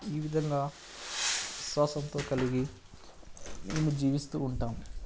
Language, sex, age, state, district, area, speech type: Telugu, male, 18-30, Telangana, Nalgonda, rural, spontaneous